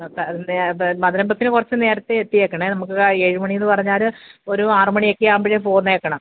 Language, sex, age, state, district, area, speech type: Malayalam, female, 45-60, Kerala, Kottayam, urban, conversation